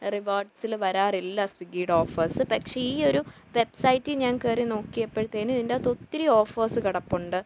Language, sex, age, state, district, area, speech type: Malayalam, female, 18-30, Kerala, Thiruvananthapuram, urban, spontaneous